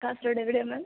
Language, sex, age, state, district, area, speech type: Malayalam, female, 18-30, Kerala, Kasaragod, rural, conversation